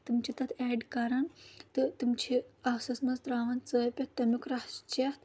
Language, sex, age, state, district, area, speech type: Kashmiri, female, 18-30, Jammu and Kashmir, Anantnag, rural, spontaneous